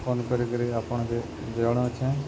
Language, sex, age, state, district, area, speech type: Odia, male, 30-45, Odisha, Nuapada, urban, spontaneous